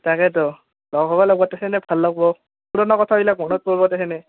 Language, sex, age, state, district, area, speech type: Assamese, male, 18-30, Assam, Udalguri, rural, conversation